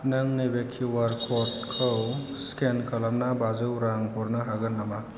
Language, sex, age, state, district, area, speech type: Bodo, male, 18-30, Assam, Chirang, rural, read